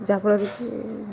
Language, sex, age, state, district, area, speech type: Odia, female, 18-30, Odisha, Jagatsinghpur, rural, spontaneous